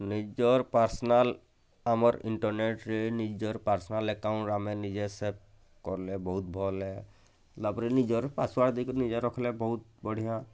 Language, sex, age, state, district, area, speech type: Odia, male, 45-60, Odisha, Bargarh, urban, spontaneous